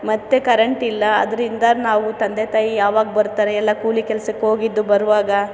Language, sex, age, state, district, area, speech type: Kannada, female, 45-60, Karnataka, Chamarajanagar, rural, spontaneous